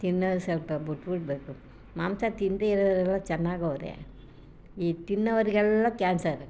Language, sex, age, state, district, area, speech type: Kannada, female, 60+, Karnataka, Mysore, rural, spontaneous